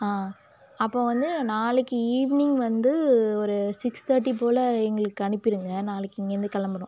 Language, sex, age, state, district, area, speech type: Tamil, female, 45-60, Tamil Nadu, Cuddalore, rural, spontaneous